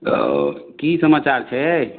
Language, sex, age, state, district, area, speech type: Maithili, male, 30-45, Bihar, Madhubani, rural, conversation